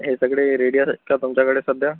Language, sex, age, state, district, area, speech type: Marathi, male, 60+, Maharashtra, Akola, rural, conversation